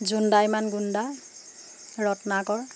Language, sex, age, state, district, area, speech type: Assamese, female, 45-60, Assam, Jorhat, urban, spontaneous